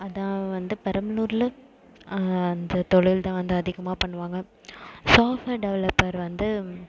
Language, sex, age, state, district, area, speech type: Tamil, female, 18-30, Tamil Nadu, Perambalur, urban, spontaneous